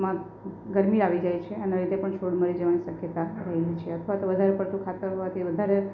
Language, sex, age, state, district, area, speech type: Gujarati, female, 45-60, Gujarat, Valsad, rural, spontaneous